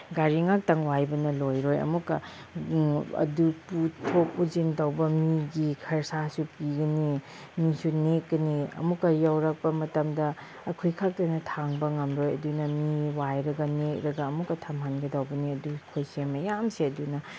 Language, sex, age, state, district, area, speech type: Manipuri, female, 30-45, Manipur, Chandel, rural, spontaneous